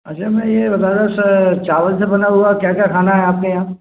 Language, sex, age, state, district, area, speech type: Hindi, male, 60+, Madhya Pradesh, Gwalior, rural, conversation